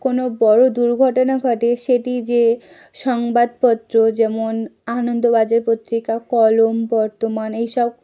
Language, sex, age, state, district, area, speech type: Bengali, female, 30-45, West Bengal, South 24 Parganas, rural, spontaneous